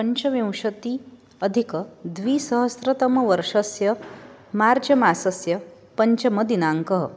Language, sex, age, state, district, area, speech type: Sanskrit, female, 30-45, Maharashtra, Nagpur, urban, spontaneous